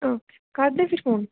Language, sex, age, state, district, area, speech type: Dogri, female, 18-30, Jammu and Kashmir, Jammu, urban, conversation